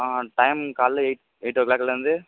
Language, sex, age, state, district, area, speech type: Tamil, male, 18-30, Tamil Nadu, Virudhunagar, urban, conversation